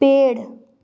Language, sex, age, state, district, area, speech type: Hindi, female, 30-45, Rajasthan, Jodhpur, urban, read